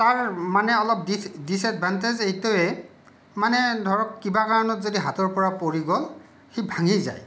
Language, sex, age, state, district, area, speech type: Assamese, male, 45-60, Assam, Kamrup Metropolitan, urban, spontaneous